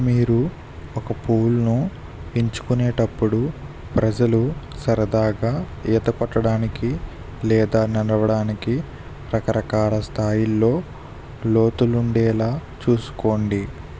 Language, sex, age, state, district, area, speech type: Telugu, male, 30-45, Andhra Pradesh, Eluru, rural, read